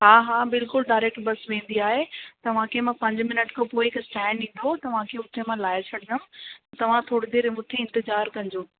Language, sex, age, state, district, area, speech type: Sindhi, female, 30-45, Delhi, South Delhi, urban, conversation